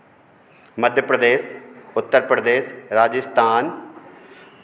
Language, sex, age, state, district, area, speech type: Hindi, male, 45-60, Madhya Pradesh, Hoshangabad, urban, spontaneous